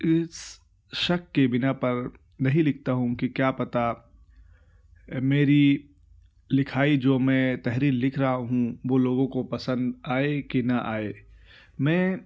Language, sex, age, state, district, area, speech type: Urdu, male, 18-30, Uttar Pradesh, Ghaziabad, urban, spontaneous